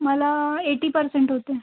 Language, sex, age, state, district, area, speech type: Marathi, female, 18-30, Maharashtra, Nagpur, urban, conversation